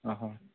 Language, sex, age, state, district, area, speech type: Odia, male, 18-30, Odisha, Koraput, urban, conversation